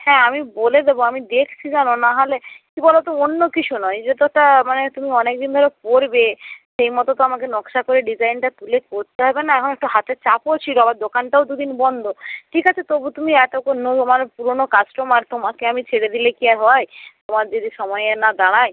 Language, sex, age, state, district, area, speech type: Bengali, female, 60+, West Bengal, Jhargram, rural, conversation